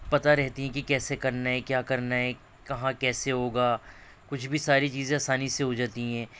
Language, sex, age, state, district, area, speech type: Urdu, male, 30-45, Delhi, Central Delhi, urban, spontaneous